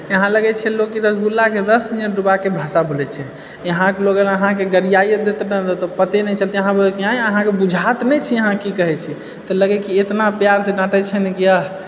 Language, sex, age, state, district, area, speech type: Maithili, male, 30-45, Bihar, Purnia, urban, spontaneous